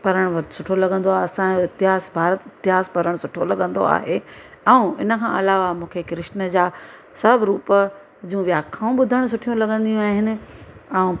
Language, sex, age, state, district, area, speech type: Sindhi, female, 45-60, Gujarat, Surat, urban, spontaneous